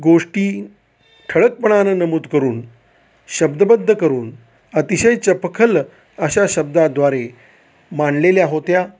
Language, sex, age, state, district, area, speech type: Marathi, male, 45-60, Maharashtra, Satara, rural, spontaneous